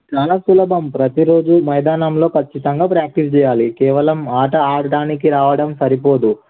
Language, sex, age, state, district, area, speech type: Telugu, male, 18-30, Telangana, Nizamabad, urban, conversation